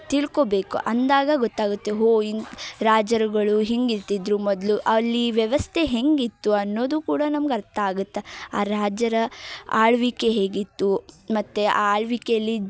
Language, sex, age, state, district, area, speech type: Kannada, female, 18-30, Karnataka, Dharwad, urban, spontaneous